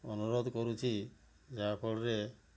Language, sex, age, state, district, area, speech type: Odia, male, 60+, Odisha, Mayurbhanj, rural, spontaneous